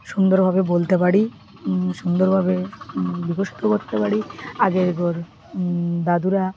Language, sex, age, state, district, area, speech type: Bengali, female, 30-45, West Bengal, Birbhum, urban, spontaneous